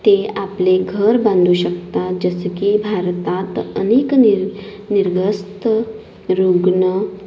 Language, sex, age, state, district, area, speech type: Marathi, female, 18-30, Maharashtra, Nagpur, urban, spontaneous